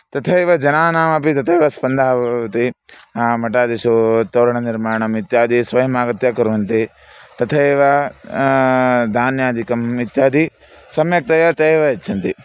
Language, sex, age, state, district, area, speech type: Sanskrit, male, 18-30, Karnataka, Chikkamagaluru, urban, spontaneous